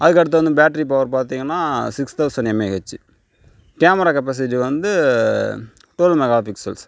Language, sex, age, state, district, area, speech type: Tamil, female, 30-45, Tamil Nadu, Tiruvarur, urban, spontaneous